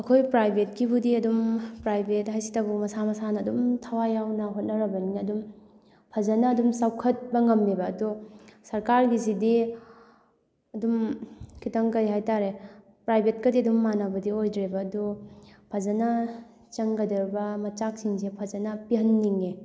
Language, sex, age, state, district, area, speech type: Manipuri, female, 18-30, Manipur, Thoubal, rural, spontaneous